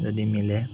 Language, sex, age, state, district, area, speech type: Assamese, male, 30-45, Assam, Sonitpur, rural, spontaneous